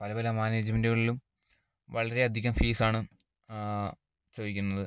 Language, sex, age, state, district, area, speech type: Malayalam, male, 30-45, Kerala, Idukki, rural, spontaneous